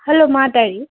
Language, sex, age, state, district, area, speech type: Kannada, female, 30-45, Karnataka, Vijayanagara, rural, conversation